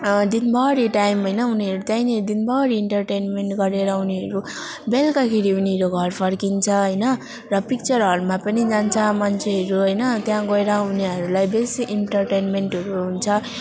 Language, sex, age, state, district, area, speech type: Nepali, female, 18-30, West Bengal, Alipurduar, urban, spontaneous